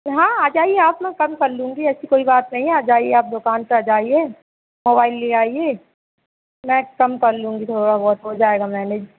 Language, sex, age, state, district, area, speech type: Hindi, female, 30-45, Madhya Pradesh, Hoshangabad, rural, conversation